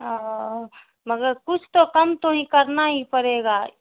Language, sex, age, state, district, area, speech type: Urdu, female, 18-30, Bihar, Saharsa, rural, conversation